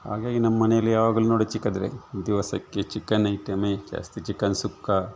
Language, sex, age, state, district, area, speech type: Kannada, male, 45-60, Karnataka, Udupi, rural, spontaneous